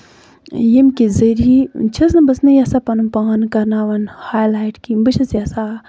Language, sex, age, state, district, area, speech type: Kashmiri, female, 18-30, Jammu and Kashmir, Kupwara, rural, spontaneous